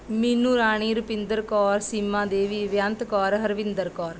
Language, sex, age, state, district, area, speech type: Punjabi, female, 30-45, Punjab, Bathinda, urban, spontaneous